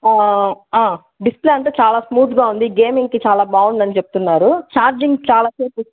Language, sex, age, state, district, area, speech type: Telugu, female, 60+, Andhra Pradesh, Sri Balaji, urban, conversation